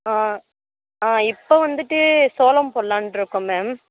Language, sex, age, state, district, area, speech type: Tamil, female, 18-30, Tamil Nadu, Perambalur, rural, conversation